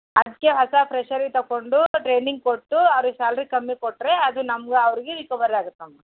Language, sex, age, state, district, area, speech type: Kannada, female, 45-60, Karnataka, Bidar, urban, conversation